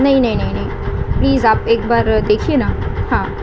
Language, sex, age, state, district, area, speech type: Urdu, female, 18-30, West Bengal, Kolkata, urban, spontaneous